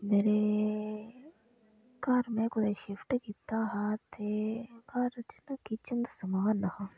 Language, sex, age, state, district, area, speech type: Dogri, female, 18-30, Jammu and Kashmir, Udhampur, rural, spontaneous